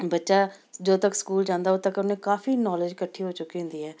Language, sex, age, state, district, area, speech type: Punjabi, female, 45-60, Punjab, Amritsar, urban, spontaneous